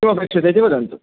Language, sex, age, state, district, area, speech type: Sanskrit, male, 18-30, Karnataka, Chikkamagaluru, rural, conversation